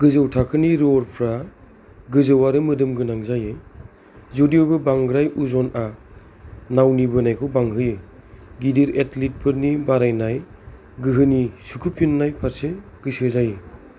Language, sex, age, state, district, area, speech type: Bodo, male, 30-45, Assam, Kokrajhar, rural, read